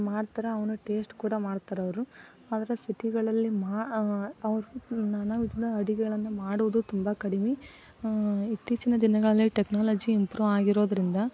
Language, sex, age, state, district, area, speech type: Kannada, female, 18-30, Karnataka, Koppal, rural, spontaneous